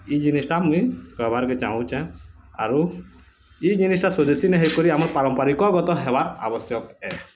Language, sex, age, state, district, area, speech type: Odia, male, 18-30, Odisha, Bargarh, rural, spontaneous